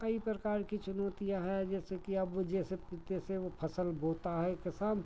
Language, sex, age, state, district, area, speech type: Hindi, male, 45-60, Madhya Pradesh, Hoshangabad, rural, spontaneous